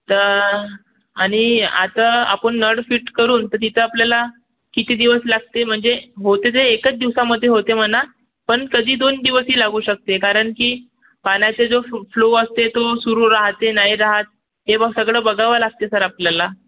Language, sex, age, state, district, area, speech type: Marathi, male, 18-30, Maharashtra, Nagpur, urban, conversation